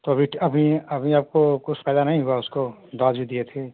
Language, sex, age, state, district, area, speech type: Hindi, male, 30-45, Uttar Pradesh, Chandauli, rural, conversation